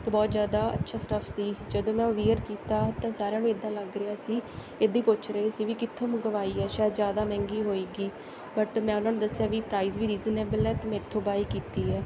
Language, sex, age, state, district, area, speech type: Punjabi, female, 18-30, Punjab, Bathinda, rural, spontaneous